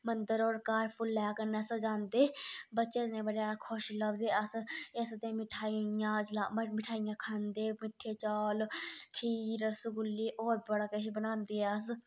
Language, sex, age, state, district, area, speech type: Dogri, female, 30-45, Jammu and Kashmir, Udhampur, urban, spontaneous